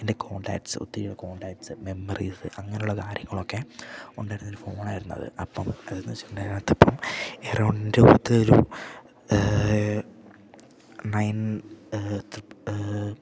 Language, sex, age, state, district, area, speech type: Malayalam, male, 18-30, Kerala, Idukki, rural, spontaneous